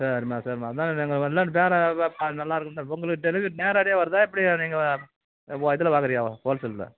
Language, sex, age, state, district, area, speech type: Tamil, male, 60+, Tamil Nadu, Kallakurichi, rural, conversation